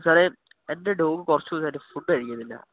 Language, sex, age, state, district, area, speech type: Malayalam, male, 18-30, Kerala, Wayanad, rural, conversation